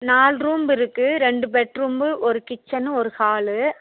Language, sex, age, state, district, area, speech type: Tamil, female, 60+, Tamil Nadu, Theni, rural, conversation